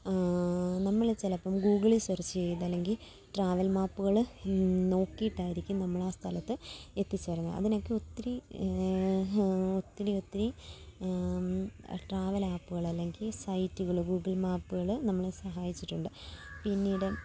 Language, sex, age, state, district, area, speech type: Malayalam, female, 18-30, Kerala, Kollam, rural, spontaneous